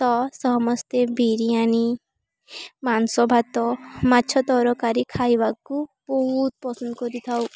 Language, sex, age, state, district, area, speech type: Odia, female, 18-30, Odisha, Balangir, urban, spontaneous